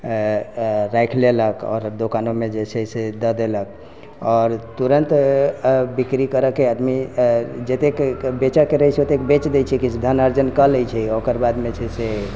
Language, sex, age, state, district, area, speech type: Maithili, male, 60+, Bihar, Sitamarhi, rural, spontaneous